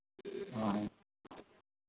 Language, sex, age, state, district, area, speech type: Maithili, male, 45-60, Bihar, Madhepura, rural, conversation